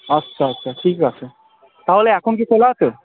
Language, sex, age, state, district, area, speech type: Bengali, male, 18-30, West Bengal, Murshidabad, urban, conversation